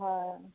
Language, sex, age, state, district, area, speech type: Assamese, female, 30-45, Assam, Majuli, urban, conversation